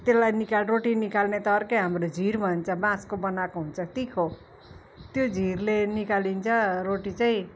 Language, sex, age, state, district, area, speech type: Nepali, female, 45-60, West Bengal, Darjeeling, rural, spontaneous